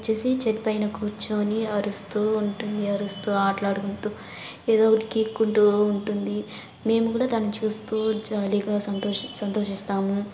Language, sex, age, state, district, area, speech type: Telugu, female, 18-30, Andhra Pradesh, Sri Balaji, rural, spontaneous